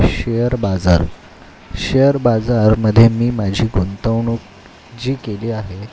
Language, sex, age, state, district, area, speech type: Marathi, male, 30-45, Maharashtra, Ratnagiri, urban, spontaneous